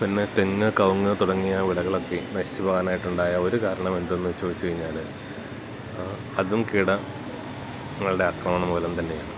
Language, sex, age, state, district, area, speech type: Malayalam, male, 30-45, Kerala, Idukki, rural, spontaneous